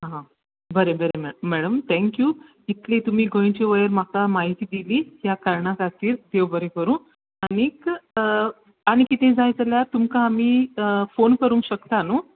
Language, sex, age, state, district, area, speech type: Goan Konkani, female, 30-45, Goa, Tiswadi, rural, conversation